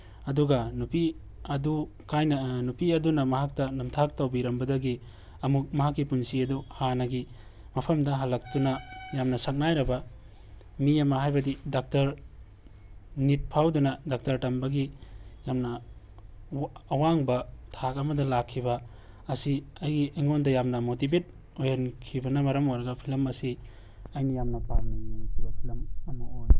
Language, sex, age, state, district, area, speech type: Manipuri, male, 18-30, Manipur, Tengnoupal, rural, spontaneous